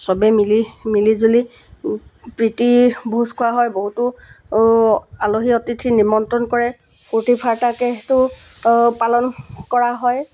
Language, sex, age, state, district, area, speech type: Assamese, female, 45-60, Assam, Golaghat, urban, spontaneous